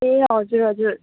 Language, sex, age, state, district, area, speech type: Nepali, female, 18-30, West Bengal, Darjeeling, rural, conversation